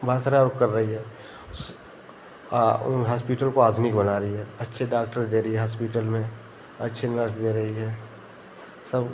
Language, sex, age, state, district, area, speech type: Hindi, male, 30-45, Uttar Pradesh, Ghazipur, urban, spontaneous